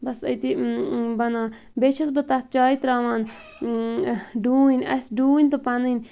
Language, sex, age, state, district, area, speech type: Kashmiri, female, 30-45, Jammu and Kashmir, Bandipora, rural, spontaneous